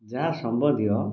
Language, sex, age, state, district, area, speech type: Odia, male, 45-60, Odisha, Kendrapara, urban, spontaneous